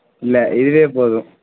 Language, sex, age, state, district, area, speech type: Tamil, male, 18-30, Tamil Nadu, Perambalur, urban, conversation